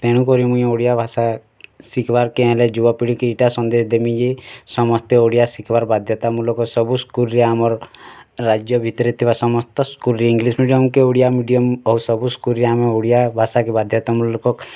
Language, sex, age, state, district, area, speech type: Odia, male, 18-30, Odisha, Bargarh, urban, spontaneous